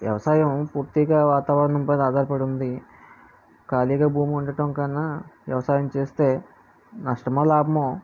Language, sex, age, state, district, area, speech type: Telugu, male, 18-30, Andhra Pradesh, Visakhapatnam, rural, spontaneous